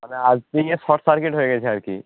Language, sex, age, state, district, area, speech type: Bengali, male, 18-30, West Bengal, Uttar Dinajpur, rural, conversation